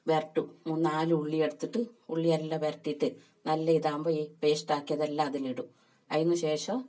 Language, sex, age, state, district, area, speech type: Malayalam, female, 45-60, Kerala, Kasaragod, rural, spontaneous